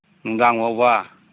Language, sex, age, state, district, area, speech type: Manipuri, male, 60+, Manipur, Imphal East, urban, conversation